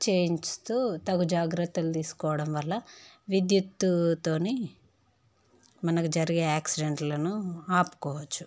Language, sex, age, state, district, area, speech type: Telugu, female, 30-45, Andhra Pradesh, Visakhapatnam, urban, spontaneous